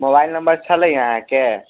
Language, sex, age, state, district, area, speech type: Maithili, male, 18-30, Bihar, Sitamarhi, urban, conversation